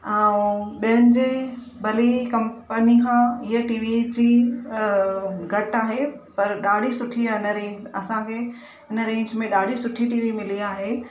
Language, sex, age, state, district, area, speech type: Sindhi, female, 30-45, Maharashtra, Thane, urban, spontaneous